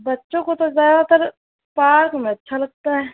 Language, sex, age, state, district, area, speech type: Urdu, female, 30-45, Delhi, New Delhi, urban, conversation